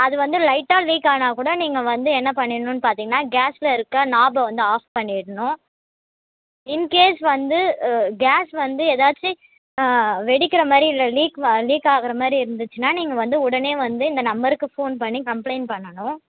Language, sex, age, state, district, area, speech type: Tamil, female, 18-30, Tamil Nadu, Vellore, urban, conversation